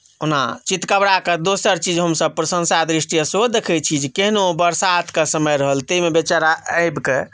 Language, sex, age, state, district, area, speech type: Maithili, male, 30-45, Bihar, Madhubani, rural, spontaneous